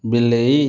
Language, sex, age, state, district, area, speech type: Odia, male, 30-45, Odisha, Kalahandi, rural, read